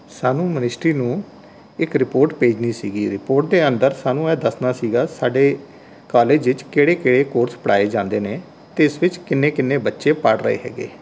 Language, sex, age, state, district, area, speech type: Punjabi, male, 45-60, Punjab, Rupnagar, rural, spontaneous